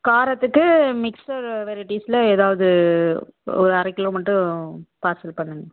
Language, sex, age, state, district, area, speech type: Tamil, female, 18-30, Tamil Nadu, Namakkal, rural, conversation